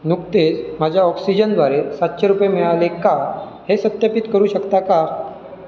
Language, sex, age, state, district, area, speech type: Marathi, male, 18-30, Maharashtra, Sindhudurg, rural, read